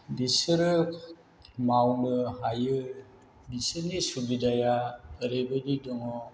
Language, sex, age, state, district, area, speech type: Bodo, male, 60+, Assam, Chirang, rural, spontaneous